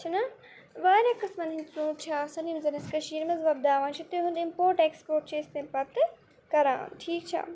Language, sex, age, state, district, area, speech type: Kashmiri, female, 45-60, Jammu and Kashmir, Kupwara, rural, spontaneous